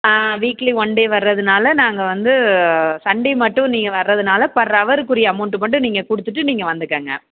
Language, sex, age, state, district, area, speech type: Tamil, female, 30-45, Tamil Nadu, Tiruppur, urban, conversation